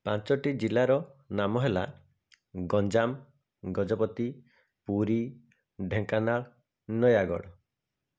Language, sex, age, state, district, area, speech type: Odia, male, 45-60, Odisha, Bhadrak, rural, spontaneous